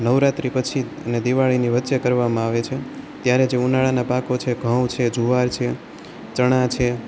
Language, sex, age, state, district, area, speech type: Gujarati, male, 18-30, Gujarat, Rajkot, rural, spontaneous